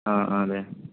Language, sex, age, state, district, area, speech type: Malayalam, male, 30-45, Kerala, Malappuram, rural, conversation